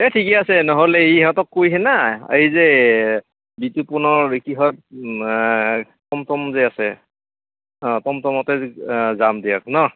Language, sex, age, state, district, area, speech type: Assamese, male, 30-45, Assam, Goalpara, urban, conversation